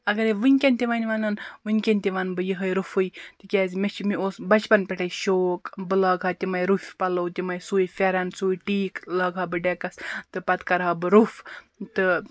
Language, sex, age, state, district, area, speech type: Kashmiri, female, 45-60, Jammu and Kashmir, Baramulla, rural, spontaneous